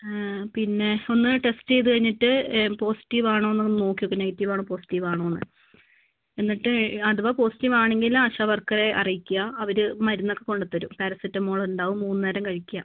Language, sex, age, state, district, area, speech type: Malayalam, female, 45-60, Kerala, Wayanad, rural, conversation